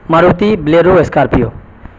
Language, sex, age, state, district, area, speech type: Urdu, male, 18-30, Bihar, Supaul, rural, spontaneous